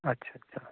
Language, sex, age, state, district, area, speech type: Punjabi, male, 45-60, Punjab, Jalandhar, urban, conversation